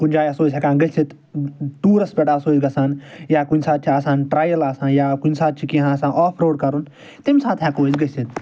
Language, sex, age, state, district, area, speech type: Kashmiri, male, 45-60, Jammu and Kashmir, Srinagar, urban, spontaneous